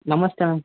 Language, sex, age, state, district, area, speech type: Kannada, male, 18-30, Karnataka, Davanagere, rural, conversation